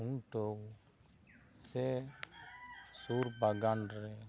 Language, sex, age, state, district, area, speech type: Santali, male, 30-45, West Bengal, Bankura, rural, spontaneous